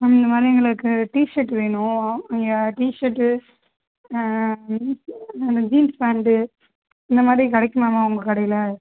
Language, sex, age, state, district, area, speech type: Tamil, female, 18-30, Tamil Nadu, Sivaganga, rural, conversation